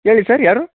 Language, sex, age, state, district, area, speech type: Kannada, male, 30-45, Karnataka, Chamarajanagar, rural, conversation